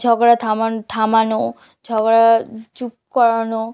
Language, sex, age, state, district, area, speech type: Bengali, female, 18-30, West Bengal, South 24 Parganas, rural, spontaneous